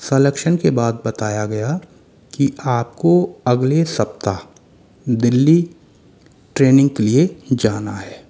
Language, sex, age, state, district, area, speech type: Hindi, male, 60+, Rajasthan, Jaipur, urban, spontaneous